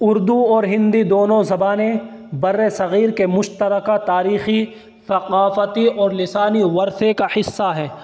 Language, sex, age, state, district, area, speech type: Urdu, male, 18-30, Uttar Pradesh, Saharanpur, urban, spontaneous